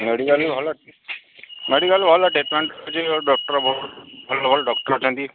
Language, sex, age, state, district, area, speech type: Odia, male, 45-60, Odisha, Sambalpur, rural, conversation